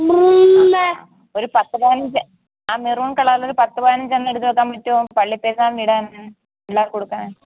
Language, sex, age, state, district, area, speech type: Malayalam, female, 30-45, Kerala, Kollam, rural, conversation